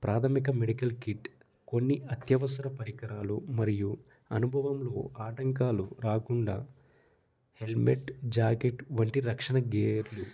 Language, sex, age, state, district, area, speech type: Telugu, male, 18-30, Andhra Pradesh, Nellore, rural, spontaneous